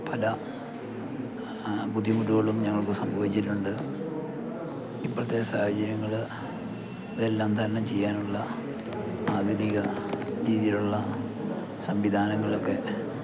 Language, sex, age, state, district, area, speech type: Malayalam, male, 60+, Kerala, Idukki, rural, spontaneous